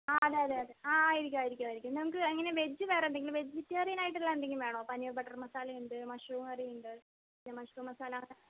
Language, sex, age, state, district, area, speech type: Malayalam, female, 60+, Kerala, Kozhikode, urban, conversation